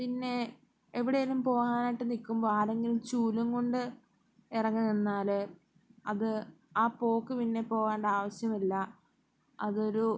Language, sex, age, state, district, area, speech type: Malayalam, female, 18-30, Kerala, Wayanad, rural, spontaneous